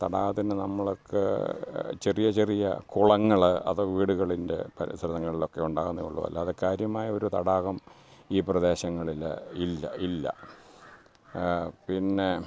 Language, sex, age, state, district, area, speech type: Malayalam, male, 60+, Kerala, Pathanamthitta, rural, spontaneous